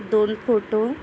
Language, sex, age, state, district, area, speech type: Marathi, female, 18-30, Maharashtra, Satara, rural, spontaneous